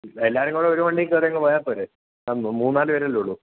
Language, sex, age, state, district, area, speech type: Malayalam, male, 18-30, Kerala, Idukki, rural, conversation